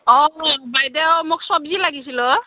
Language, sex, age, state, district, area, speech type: Assamese, female, 30-45, Assam, Kamrup Metropolitan, urban, conversation